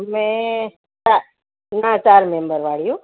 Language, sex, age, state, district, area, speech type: Gujarati, female, 45-60, Gujarat, Junagadh, rural, conversation